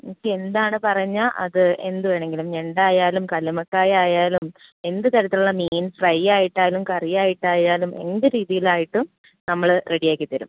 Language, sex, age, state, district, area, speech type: Malayalam, female, 60+, Kerala, Kozhikode, rural, conversation